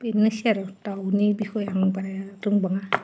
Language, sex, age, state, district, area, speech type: Bodo, female, 30-45, Assam, Goalpara, rural, spontaneous